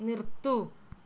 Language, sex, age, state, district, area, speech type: Malayalam, female, 30-45, Kerala, Malappuram, rural, read